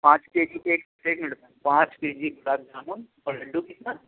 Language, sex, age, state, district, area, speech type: Urdu, male, 18-30, Uttar Pradesh, Balrampur, rural, conversation